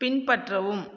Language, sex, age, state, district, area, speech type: Tamil, female, 18-30, Tamil Nadu, Viluppuram, rural, read